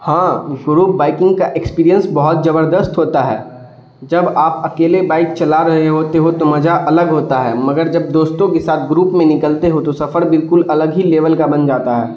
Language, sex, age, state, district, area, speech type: Urdu, male, 18-30, Bihar, Darbhanga, rural, spontaneous